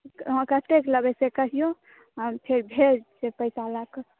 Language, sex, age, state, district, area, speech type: Maithili, female, 18-30, Bihar, Saharsa, rural, conversation